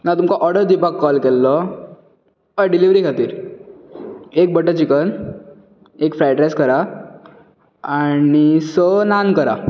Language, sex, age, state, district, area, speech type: Goan Konkani, male, 18-30, Goa, Bardez, urban, spontaneous